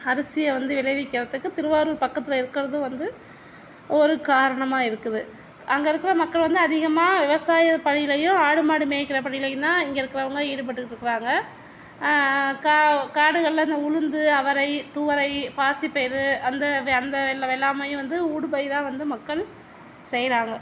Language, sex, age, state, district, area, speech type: Tamil, female, 60+, Tamil Nadu, Tiruvarur, urban, spontaneous